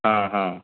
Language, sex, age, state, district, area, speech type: Hindi, male, 30-45, Uttar Pradesh, Chandauli, rural, conversation